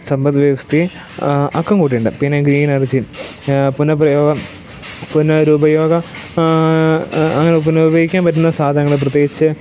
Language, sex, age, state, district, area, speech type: Malayalam, male, 18-30, Kerala, Pathanamthitta, rural, spontaneous